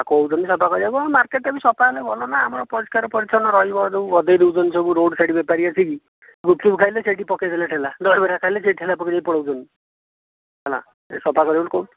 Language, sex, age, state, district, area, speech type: Odia, male, 18-30, Odisha, Jajpur, rural, conversation